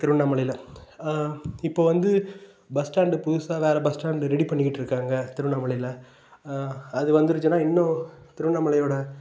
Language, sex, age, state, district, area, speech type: Tamil, male, 18-30, Tamil Nadu, Tiruvannamalai, urban, spontaneous